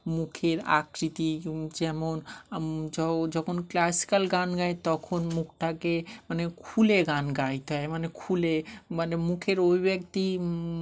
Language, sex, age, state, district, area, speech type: Bengali, male, 30-45, West Bengal, Dakshin Dinajpur, urban, spontaneous